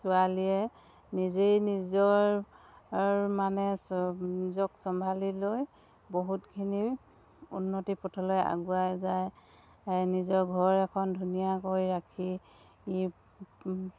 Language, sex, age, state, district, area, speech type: Assamese, female, 60+, Assam, Dibrugarh, rural, spontaneous